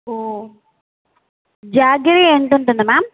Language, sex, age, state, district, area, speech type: Telugu, female, 18-30, Andhra Pradesh, Sri Balaji, rural, conversation